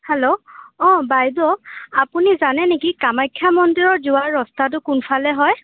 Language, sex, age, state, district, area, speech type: Assamese, female, 18-30, Assam, Kamrup Metropolitan, urban, conversation